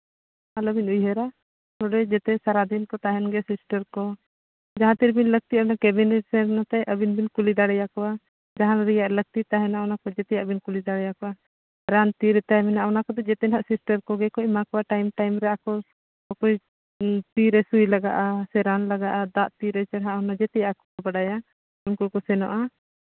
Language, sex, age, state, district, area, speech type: Santali, female, 30-45, Jharkhand, Seraikela Kharsawan, rural, conversation